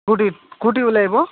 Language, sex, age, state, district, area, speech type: Odia, male, 45-60, Odisha, Nabarangpur, rural, conversation